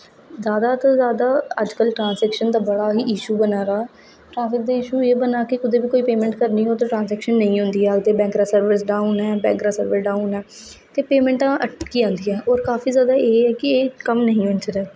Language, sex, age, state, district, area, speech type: Dogri, female, 18-30, Jammu and Kashmir, Jammu, urban, spontaneous